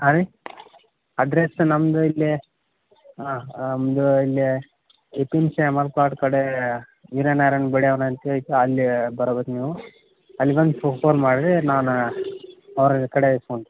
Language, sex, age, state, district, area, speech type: Kannada, male, 18-30, Karnataka, Gadag, urban, conversation